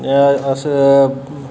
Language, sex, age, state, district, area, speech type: Dogri, male, 30-45, Jammu and Kashmir, Reasi, urban, spontaneous